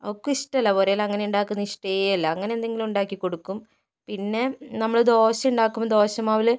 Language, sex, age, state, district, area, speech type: Malayalam, female, 30-45, Kerala, Kozhikode, urban, spontaneous